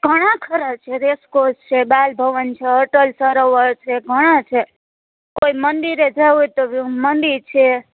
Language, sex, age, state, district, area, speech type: Gujarati, female, 18-30, Gujarat, Rajkot, urban, conversation